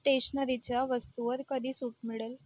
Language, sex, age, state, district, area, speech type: Marathi, female, 18-30, Maharashtra, Nagpur, urban, read